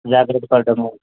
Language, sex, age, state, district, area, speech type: Telugu, male, 30-45, Andhra Pradesh, Kurnool, rural, conversation